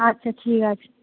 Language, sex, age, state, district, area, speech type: Bengali, female, 18-30, West Bengal, Howrah, urban, conversation